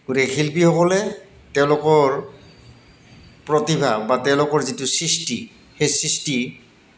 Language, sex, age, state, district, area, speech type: Assamese, male, 45-60, Assam, Goalpara, urban, spontaneous